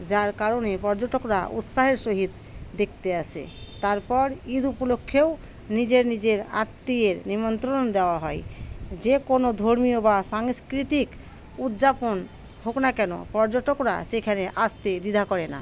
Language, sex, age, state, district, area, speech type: Bengali, female, 45-60, West Bengal, Murshidabad, rural, spontaneous